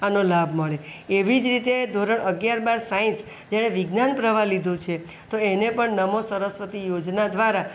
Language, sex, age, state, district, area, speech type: Gujarati, female, 45-60, Gujarat, Surat, urban, spontaneous